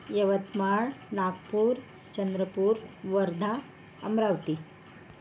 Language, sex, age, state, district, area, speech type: Marathi, female, 45-60, Maharashtra, Yavatmal, urban, spontaneous